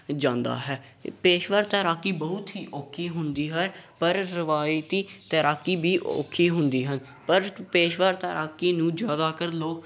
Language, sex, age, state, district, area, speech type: Punjabi, male, 18-30, Punjab, Gurdaspur, rural, spontaneous